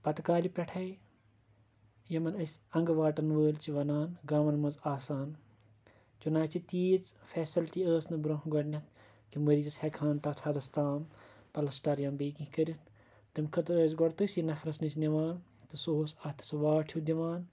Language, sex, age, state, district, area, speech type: Kashmiri, male, 18-30, Jammu and Kashmir, Kupwara, rural, spontaneous